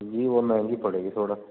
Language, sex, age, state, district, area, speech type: Urdu, male, 30-45, Delhi, Central Delhi, urban, conversation